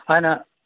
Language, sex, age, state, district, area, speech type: Nepali, male, 18-30, West Bengal, Darjeeling, rural, conversation